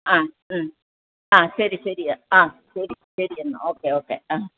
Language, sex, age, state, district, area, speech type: Malayalam, female, 60+, Kerala, Alappuzha, rural, conversation